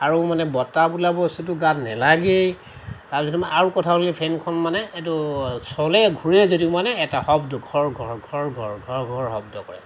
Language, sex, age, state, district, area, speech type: Assamese, male, 45-60, Assam, Lakhimpur, rural, spontaneous